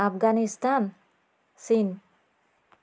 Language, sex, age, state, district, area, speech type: Assamese, female, 30-45, Assam, Biswanath, rural, spontaneous